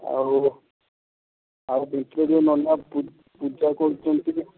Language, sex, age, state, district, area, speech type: Odia, male, 18-30, Odisha, Balasore, rural, conversation